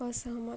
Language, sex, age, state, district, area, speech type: Marathi, female, 45-60, Maharashtra, Akola, rural, read